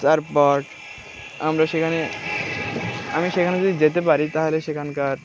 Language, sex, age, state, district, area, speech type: Bengali, male, 18-30, West Bengal, Birbhum, urban, spontaneous